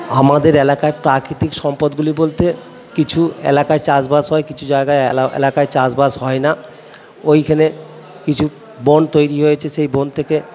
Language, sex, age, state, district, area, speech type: Bengali, male, 60+, West Bengal, Purba Bardhaman, urban, spontaneous